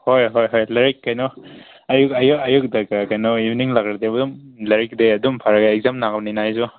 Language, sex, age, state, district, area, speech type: Manipuri, male, 18-30, Manipur, Senapati, rural, conversation